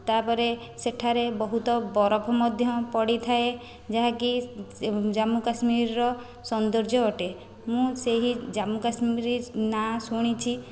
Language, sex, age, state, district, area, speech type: Odia, female, 45-60, Odisha, Khordha, rural, spontaneous